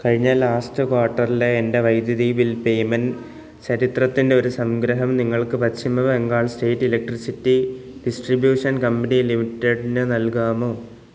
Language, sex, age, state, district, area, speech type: Malayalam, male, 18-30, Kerala, Alappuzha, rural, read